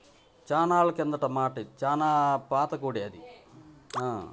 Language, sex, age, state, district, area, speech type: Telugu, male, 60+, Andhra Pradesh, Bapatla, urban, spontaneous